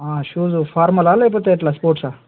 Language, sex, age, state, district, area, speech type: Telugu, male, 18-30, Telangana, Nagarkurnool, urban, conversation